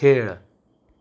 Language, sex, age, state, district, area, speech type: Goan Konkani, male, 18-30, Goa, Ponda, rural, read